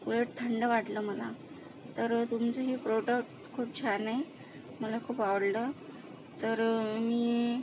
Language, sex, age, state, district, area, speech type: Marathi, female, 30-45, Maharashtra, Akola, rural, spontaneous